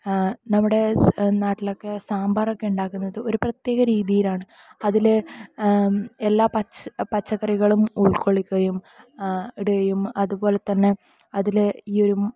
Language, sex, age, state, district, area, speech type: Malayalam, female, 18-30, Kerala, Kasaragod, rural, spontaneous